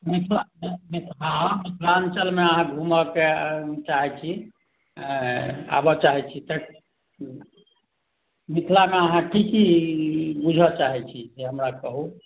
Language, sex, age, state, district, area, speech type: Maithili, male, 45-60, Bihar, Sitamarhi, urban, conversation